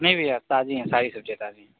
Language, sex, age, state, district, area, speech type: Hindi, male, 45-60, Uttar Pradesh, Sonbhadra, rural, conversation